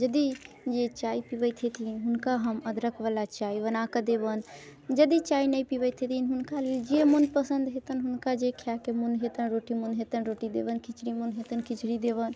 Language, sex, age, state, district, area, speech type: Maithili, female, 30-45, Bihar, Muzaffarpur, rural, spontaneous